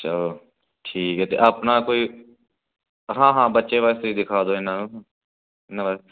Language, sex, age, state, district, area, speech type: Punjabi, male, 18-30, Punjab, Firozpur, rural, conversation